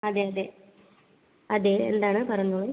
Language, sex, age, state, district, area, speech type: Malayalam, female, 18-30, Kerala, Kasaragod, rural, conversation